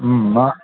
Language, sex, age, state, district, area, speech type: Malayalam, male, 60+, Kerala, Idukki, rural, conversation